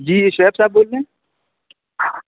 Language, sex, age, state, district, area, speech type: Urdu, male, 18-30, Uttar Pradesh, Lucknow, urban, conversation